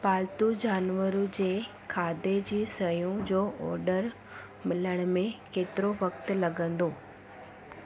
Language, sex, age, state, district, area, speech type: Sindhi, female, 30-45, Gujarat, Surat, urban, read